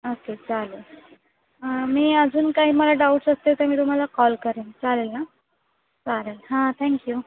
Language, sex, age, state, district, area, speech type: Marathi, female, 18-30, Maharashtra, Sindhudurg, rural, conversation